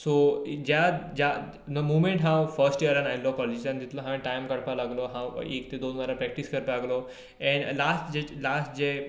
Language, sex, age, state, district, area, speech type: Goan Konkani, male, 18-30, Goa, Tiswadi, rural, spontaneous